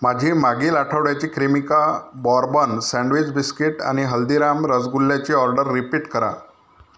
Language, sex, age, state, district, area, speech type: Marathi, male, 30-45, Maharashtra, Amravati, rural, read